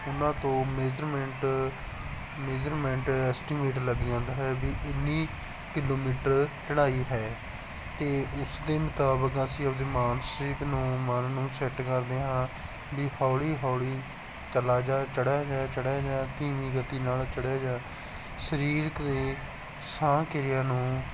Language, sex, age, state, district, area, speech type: Punjabi, male, 18-30, Punjab, Barnala, rural, spontaneous